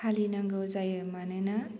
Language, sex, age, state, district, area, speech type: Bodo, female, 18-30, Assam, Baksa, rural, spontaneous